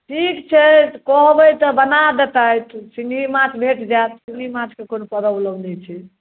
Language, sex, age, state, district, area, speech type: Maithili, female, 60+, Bihar, Madhubani, urban, conversation